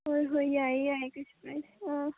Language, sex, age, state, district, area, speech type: Manipuri, female, 30-45, Manipur, Kangpokpi, urban, conversation